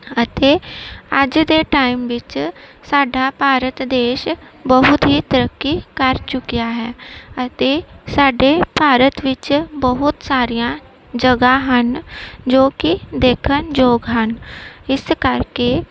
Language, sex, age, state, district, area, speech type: Punjabi, female, 30-45, Punjab, Gurdaspur, rural, spontaneous